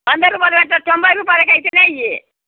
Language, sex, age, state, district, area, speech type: Telugu, female, 60+, Telangana, Jagtial, rural, conversation